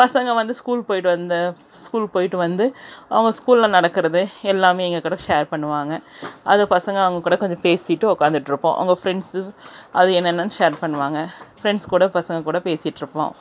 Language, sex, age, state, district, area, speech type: Tamil, female, 30-45, Tamil Nadu, Krishnagiri, rural, spontaneous